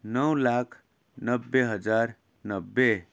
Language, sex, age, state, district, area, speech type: Nepali, male, 30-45, West Bengal, Darjeeling, rural, spontaneous